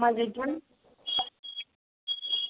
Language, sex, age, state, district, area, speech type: Assamese, female, 18-30, Assam, Sonitpur, rural, conversation